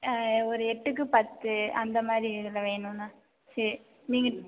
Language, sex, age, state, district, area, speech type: Tamil, female, 18-30, Tamil Nadu, Mayiladuthurai, urban, conversation